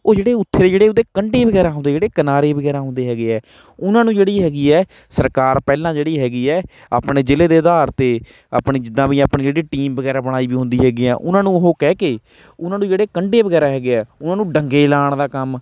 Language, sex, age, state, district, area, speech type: Punjabi, male, 30-45, Punjab, Hoshiarpur, rural, spontaneous